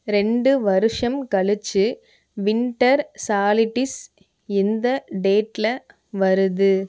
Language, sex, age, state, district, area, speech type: Tamil, female, 30-45, Tamil Nadu, Pudukkottai, rural, read